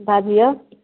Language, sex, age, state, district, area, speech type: Maithili, female, 18-30, Bihar, Madhepura, rural, conversation